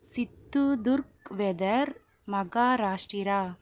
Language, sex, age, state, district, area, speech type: Tamil, female, 45-60, Tamil Nadu, Pudukkottai, rural, read